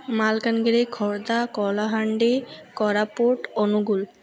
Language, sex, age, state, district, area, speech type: Odia, female, 18-30, Odisha, Malkangiri, urban, spontaneous